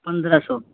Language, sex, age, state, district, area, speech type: Urdu, male, 18-30, Uttar Pradesh, Balrampur, rural, conversation